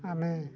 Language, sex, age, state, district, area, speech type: Odia, male, 60+, Odisha, Mayurbhanj, rural, spontaneous